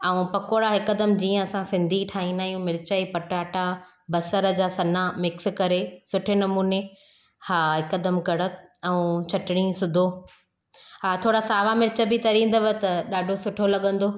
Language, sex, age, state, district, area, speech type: Sindhi, female, 30-45, Maharashtra, Thane, urban, spontaneous